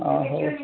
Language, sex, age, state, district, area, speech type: Odia, male, 45-60, Odisha, Gajapati, rural, conversation